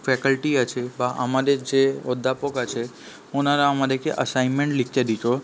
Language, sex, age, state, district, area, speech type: Bengali, male, 18-30, West Bengal, Paschim Bardhaman, urban, spontaneous